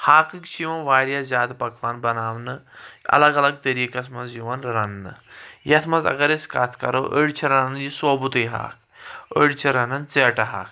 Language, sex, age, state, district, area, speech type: Kashmiri, male, 30-45, Jammu and Kashmir, Kulgam, urban, spontaneous